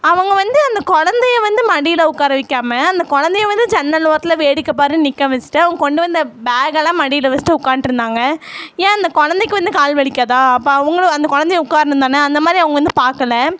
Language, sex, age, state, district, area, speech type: Tamil, female, 18-30, Tamil Nadu, Coimbatore, rural, spontaneous